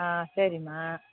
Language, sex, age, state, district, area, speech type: Tamil, female, 30-45, Tamil Nadu, Thoothukudi, urban, conversation